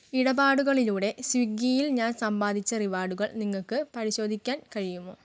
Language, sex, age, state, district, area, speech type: Malayalam, female, 45-60, Kerala, Wayanad, rural, read